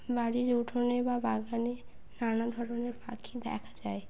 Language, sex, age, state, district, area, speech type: Bengali, female, 18-30, West Bengal, Birbhum, urban, spontaneous